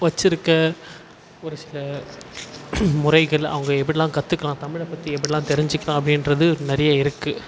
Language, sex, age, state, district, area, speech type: Tamil, male, 18-30, Tamil Nadu, Tiruvannamalai, urban, spontaneous